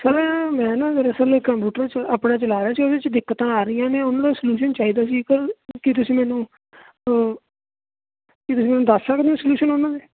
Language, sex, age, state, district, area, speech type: Punjabi, male, 18-30, Punjab, Ludhiana, urban, conversation